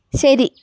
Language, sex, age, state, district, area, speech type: Malayalam, female, 18-30, Kerala, Wayanad, rural, read